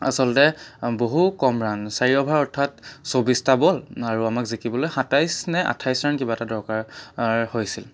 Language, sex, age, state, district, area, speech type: Assamese, male, 18-30, Assam, Charaideo, urban, spontaneous